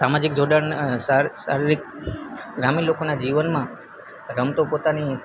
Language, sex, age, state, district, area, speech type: Gujarati, male, 18-30, Gujarat, Junagadh, rural, spontaneous